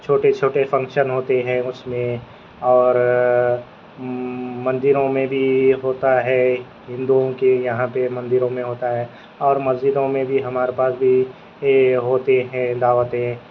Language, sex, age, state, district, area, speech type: Urdu, male, 18-30, Telangana, Hyderabad, urban, spontaneous